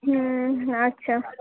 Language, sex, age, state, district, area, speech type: Bengali, female, 18-30, West Bengal, Purba Bardhaman, urban, conversation